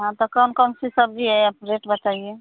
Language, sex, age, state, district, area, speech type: Hindi, female, 45-60, Uttar Pradesh, Mau, rural, conversation